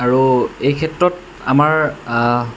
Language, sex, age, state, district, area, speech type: Assamese, male, 18-30, Assam, Jorhat, urban, spontaneous